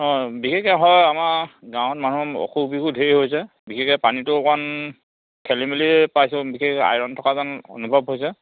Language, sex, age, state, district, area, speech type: Assamese, male, 60+, Assam, Dhemaji, rural, conversation